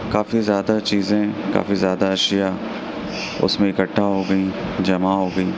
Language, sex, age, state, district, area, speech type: Urdu, male, 18-30, Uttar Pradesh, Mau, urban, spontaneous